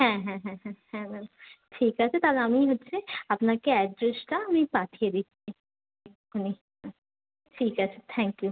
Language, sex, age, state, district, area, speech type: Bengali, female, 18-30, West Bengal, Bankura, urban, conversation